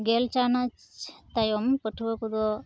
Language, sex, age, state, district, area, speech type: Santali, female, 30-45, West Bengal, Uttar Dinajpur, rural, spontaneous